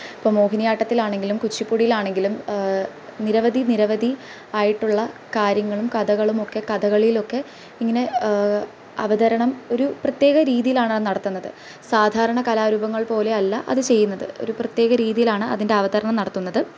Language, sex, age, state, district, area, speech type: Malayalam, female, 18-30, Kerala, Idukki, rural, spontaneous